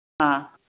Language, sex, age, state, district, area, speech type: Manipuri, female, 60+, Manipur, Kangpokpi, urban, conversation